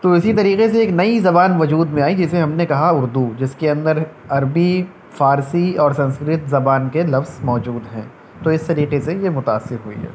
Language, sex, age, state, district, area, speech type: Urdu, male, 18-30, Uttar Pradesh, Shahjahanpur, urban, spontaneous